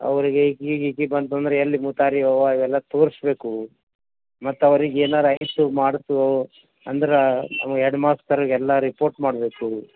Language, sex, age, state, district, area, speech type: Kannada, male, 60+, Karnataka, Bidar, urban, conversation